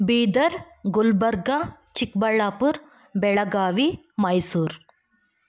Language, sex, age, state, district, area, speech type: Kannada, female, 18-30, Karnataka, Chikkaballapur, rural, spontaneous